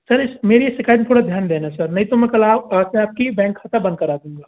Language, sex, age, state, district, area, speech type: Hindi, male, 18-30, Madhya Pradesh, Bhopal, urban, conversation